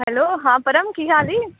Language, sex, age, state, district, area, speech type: Punjabi, female, 18-30, Punjab, Amritsar, urban, conversation